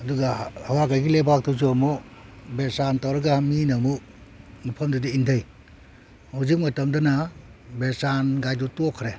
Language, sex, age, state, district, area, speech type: Manipuri, male, 60+, Manipur, Kakching, rural, spontaneous